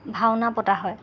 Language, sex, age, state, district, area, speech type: Assamese, female, 30-45, Assam, Lakhimpur, rural, spontaneous